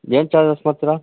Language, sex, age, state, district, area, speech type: Kannada, male, 18-30, Karnataka, Shimoga, urban, conversation